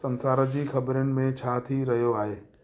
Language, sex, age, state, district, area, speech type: Sindhi, male, 30-45, Gujarat, Surat, urban, read